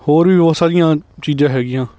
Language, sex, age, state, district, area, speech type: Punjabi, male, 30-45, Punjab, Hoshiarpur, rural, spontaneous